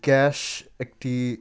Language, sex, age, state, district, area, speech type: Bengali, male, 45-60, West Bengal, South 24 Parganas, rural, spontaneous